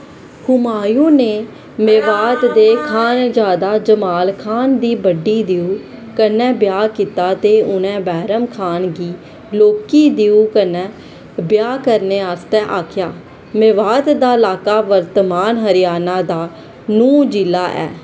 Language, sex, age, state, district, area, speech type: Dogri, female, 18-30, Jammu and Kashmir, Jammu, rural, read